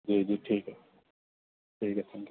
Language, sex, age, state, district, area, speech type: Urdu, male, 30-45, Uttar Pradesh, Azamgarh, rural, conversation